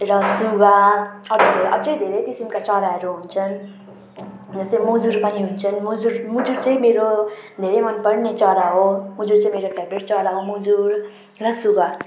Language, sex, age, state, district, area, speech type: Nepali, female, 30-45, West Bengal, Jalpaiguri, urban, spontaneous